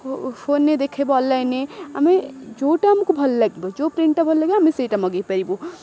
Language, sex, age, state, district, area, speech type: Odia, female, 18-30, Odisha, Kendrapara, urban, spontaneous